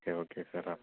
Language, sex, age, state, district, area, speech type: Tamil, male, 18-30, Tamil Nadu, Salem, rural, conversation